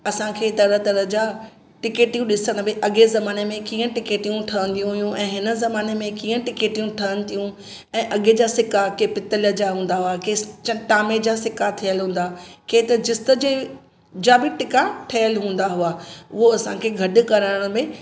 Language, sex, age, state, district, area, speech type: Sindhi, female, 45-60, Maharashtra, Mumbai Suburban, urban, spontaneous